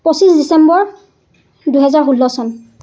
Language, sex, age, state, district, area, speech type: Assamese, female, 30-45, Assam, Dibrugarh, rural, spontaneous